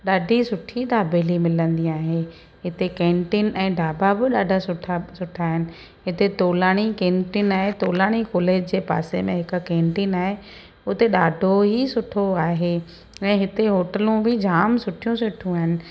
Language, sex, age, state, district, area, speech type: Sindhi, female, 45-60, Gujarat, Kutch, rural, spontaneous